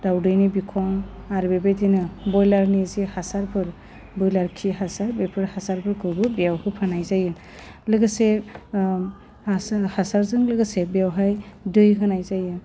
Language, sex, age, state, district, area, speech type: Bodo, female, 30-45, Assam, Udalguri, urban, spontaneous